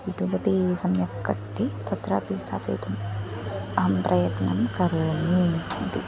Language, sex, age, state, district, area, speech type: Sanskrit, female, 18-30, Kerala, Thrissur, urban, spontaneous